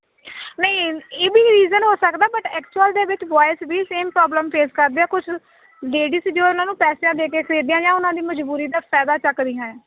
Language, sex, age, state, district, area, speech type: Punjabi, female, 30-45, Punjab, Jalandhar, rural, conversation